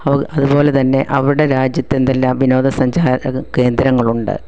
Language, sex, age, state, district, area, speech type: Malayalam, female, 45-60, Kerala, Kollam, rural, spontaneous